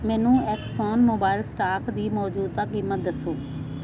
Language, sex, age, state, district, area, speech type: Punjabi, female, 45-60, Punjab, Faridkot, urban, read